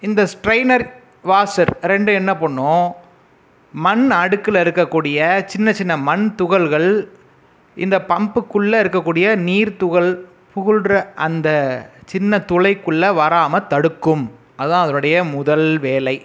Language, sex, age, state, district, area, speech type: Tamil, male, 18-30, Tamil Nadu, Pudukkottai, rural, spontaneous